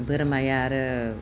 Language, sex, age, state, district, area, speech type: Bodo, female, 45-60, Assam, Udalguri, urban, spontaneous